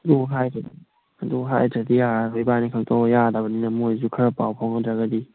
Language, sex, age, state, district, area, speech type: Manipuri, male, 18-30, Manipur, Kangpokpi, urban, conversation